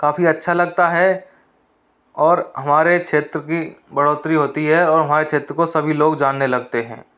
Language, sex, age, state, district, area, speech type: Hindi, male, 30-45, Rajasthan, Jodhpur, rural, spontaneous